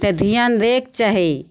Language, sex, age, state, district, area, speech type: Maithili, female, 45-60, Bihar, Begusarai, rural, spontaneous